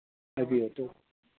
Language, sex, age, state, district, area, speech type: Manipuri, male, 60+, Manipur, Thoubal, rural, conversation